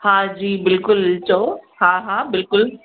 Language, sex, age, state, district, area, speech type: Sindhi, female, 45-60, Gujarat, Kutch, urban, conversation